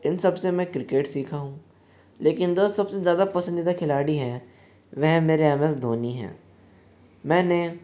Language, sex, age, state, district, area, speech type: Hindi, male, 18-30, Rajasthan, Jaipur, urban, spontaneous